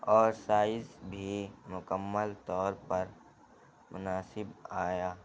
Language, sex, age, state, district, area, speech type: Urdu, male, 18-30, Delhi, North East Delhi, rural, spontaneous